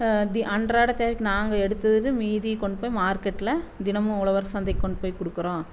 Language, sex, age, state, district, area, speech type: Tamil, female, 45-60, Tamil Nadu, Coimbatore, rural, spontaneous